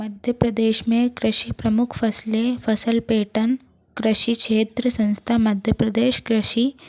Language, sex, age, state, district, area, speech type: Hindi, female, 45-60, Madhya Pradesh, Bhopal, urban, spontaneous